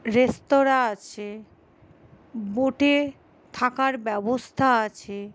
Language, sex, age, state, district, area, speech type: Bengali, female, 60+, West Bengal, Paschim Bardhaman, urban, spontaneous